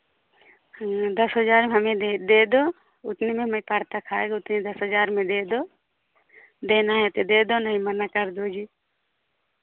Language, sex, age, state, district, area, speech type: Hindi, female, 45-60, Uttar Pradesh, Pratapgarh, rural, conversation